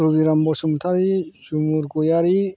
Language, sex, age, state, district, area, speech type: Bodo, male, 45-60, Assam, Chirang, rural, spontaneous